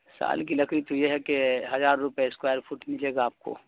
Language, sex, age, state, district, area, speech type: Urdu, male, 18-30, Uttar Pradesh, Gautam Buddha Nagar, urban, conversation